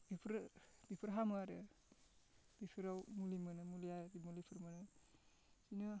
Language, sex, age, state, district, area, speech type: Bodo, male, 18-30, Assam, Baksa, rural, spontaneous